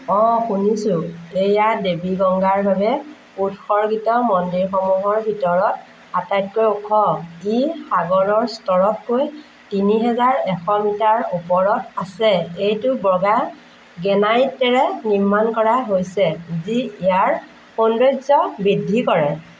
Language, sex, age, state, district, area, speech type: Assamese, female, 30-45, Assam, Majuli, urban, read